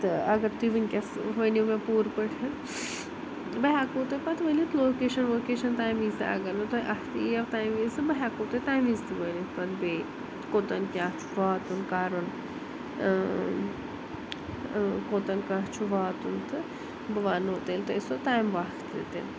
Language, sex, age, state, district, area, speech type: Kashmiri, female, 45-60, Jammu and Kashmir, Srinagar, urban, spontaneous